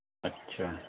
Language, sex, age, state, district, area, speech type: Urdu, male, 45-60, Bihar, Khagaria, rural, conversation